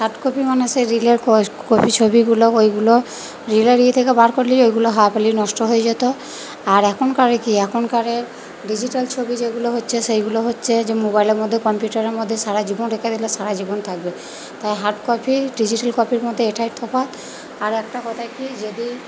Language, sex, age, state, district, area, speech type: Bengali, female, 30-45, West Bengal, Purba Bardhaman, urban, spontaneous